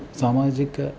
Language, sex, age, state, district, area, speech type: Sanskrit, male, 45-60, Tamil Nadu, Chennai, urban, spontaneous